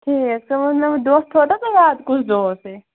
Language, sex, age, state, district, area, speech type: Kashmiri, female, 18-30, Jammu and Kashmir, Bandipora, rural, conversation